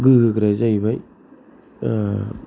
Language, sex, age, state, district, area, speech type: Bodo, male, 30-45, Assam, Kokrajhar, rural, spontaneous